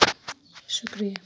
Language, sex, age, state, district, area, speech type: Kashmiri, female, 30-45, Jammu and Kashmir, Shopian, rural, spontaneous